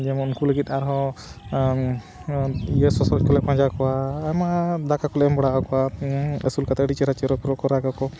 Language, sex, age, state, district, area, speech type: Santali, male, 30-45, Jharkhand, Bokaro, rural, spontaneous